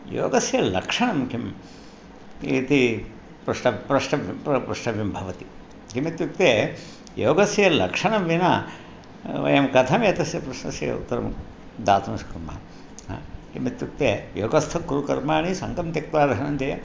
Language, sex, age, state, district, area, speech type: Sanskrit, male, 60+, Tamil Nadu, Thanjavur, urban, spontaneous